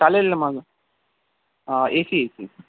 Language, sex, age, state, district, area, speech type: Marathi, male, 45-60, Maharashtra, Amravati, urban, conversation